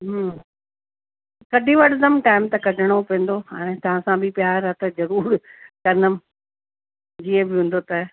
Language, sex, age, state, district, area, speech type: Sindhi, female, 45-60, Delhi, South Delhi, urban, conversation